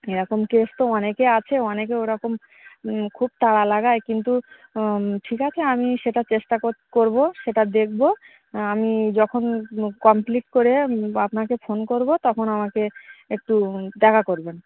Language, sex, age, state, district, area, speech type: Bengali, female, 30-45, West Bengal, Darjeeling, urban, conversation